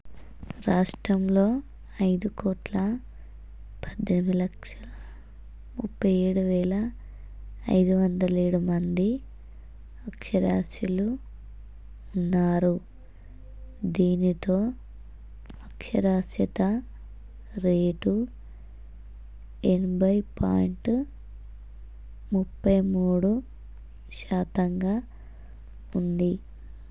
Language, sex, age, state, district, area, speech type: Telugu, female, 30-45, Telangana, Hanamkonda, rural, read